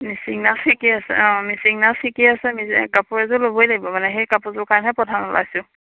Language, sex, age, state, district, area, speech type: Assamese, female, 30-45, Assam, Majuli, urban, conversation